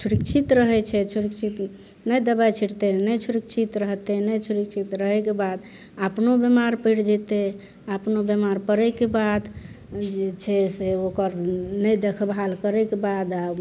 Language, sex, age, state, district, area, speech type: Maithili, female, 60+, Bihar, Madhepura, rural, spontaneous